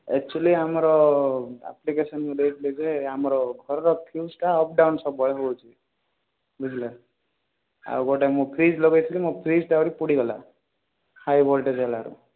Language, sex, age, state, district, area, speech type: Odia, male, 18-30, Odisha, Rayagada, urban, conversation